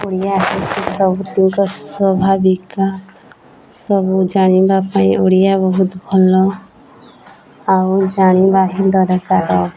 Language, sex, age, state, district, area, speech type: Odia, female, 18-30, Odisha, Nuapada, urban, spontaneous